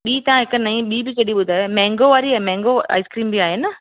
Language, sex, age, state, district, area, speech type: Sindhi, female, 45-60, Rajasthan, Ajmer, urban, conversation